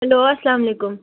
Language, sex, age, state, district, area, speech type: Kashmiri, female, 30-45, Jammu and Kashmir, Anantnag, rural, conversation